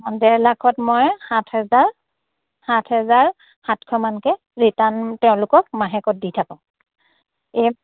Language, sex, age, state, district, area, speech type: Assamese, female, 30-45, Assam, Sivasagar, rural, conversation